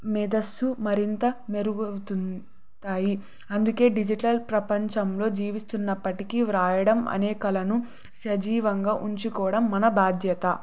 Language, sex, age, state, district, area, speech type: Telugu, female, 18-30, Andhra Pradesh, Sri Satya Sai, urban, spontaneous